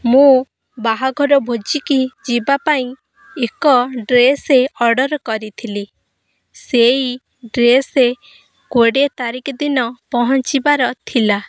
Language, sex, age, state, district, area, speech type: Odia, female, 18-30, Odisha, Kendrapara, urban, spontaneous